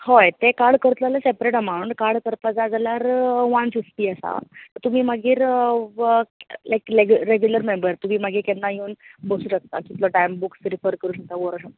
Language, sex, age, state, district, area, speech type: Goan Konkani, female, 18-30, Goa, Bardez, urban, conversation